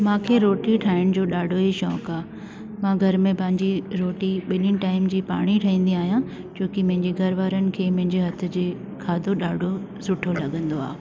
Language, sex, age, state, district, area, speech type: Sindhi, female, 45-60, Delhi, South Delhi, urban, spontaneous